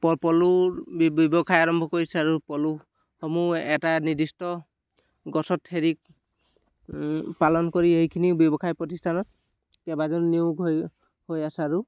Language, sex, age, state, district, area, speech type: Assamese, male, 18-30, Assam, Dibrugarh, urban, spontaneous